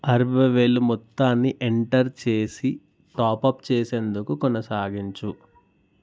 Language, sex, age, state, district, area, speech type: Telugu, male, 18-30, Telangana, Ranga Reddy, urban, read